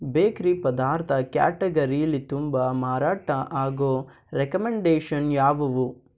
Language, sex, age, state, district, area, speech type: Kannada, male, 18-30, Karnataka, Bidar, urban, read